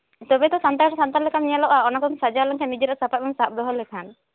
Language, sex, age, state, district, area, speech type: Santali, female, 18-30, West Bengal, Jhargram, rural, conversation